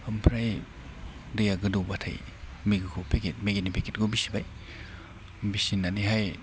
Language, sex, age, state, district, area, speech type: Bodo, male, 18-30, Assam, Baksa, rural, spontaneous